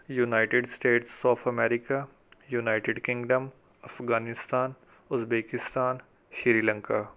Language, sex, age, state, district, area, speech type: Punjabi, male, 18-30, Punjab, Rupnagar, urban, spontaneous